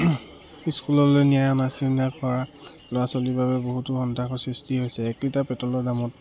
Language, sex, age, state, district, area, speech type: Assamese, male, 30-45, Assam, Charaideo, urban, spontaneous